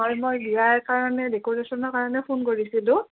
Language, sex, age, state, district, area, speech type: Assamese, female, 30-45, Assam, Dhemaji, urban, conversation